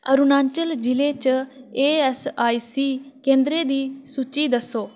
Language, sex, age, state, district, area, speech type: Dogri, female, 18-30, Jammu and Kashmir, Udhampur, rural, read